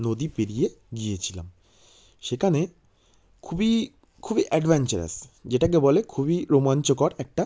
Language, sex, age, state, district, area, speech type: Bengali, male, 30-45, West Bengal, South 24 Parganas, rural, spontaneous